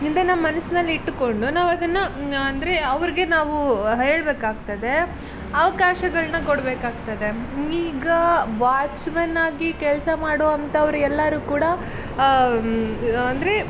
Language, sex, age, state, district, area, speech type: Kannada, female, 18-30, Karnataka, Tumkur, urban, spontaneous